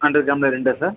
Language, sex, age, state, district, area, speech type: Tamil, male, 18-30, Tamil Nadu, Viluppuram, urban, conversation